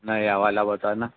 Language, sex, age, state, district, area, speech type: Hindi, male, 60+, Madhya Pradesh, Balaghat, rural, conversation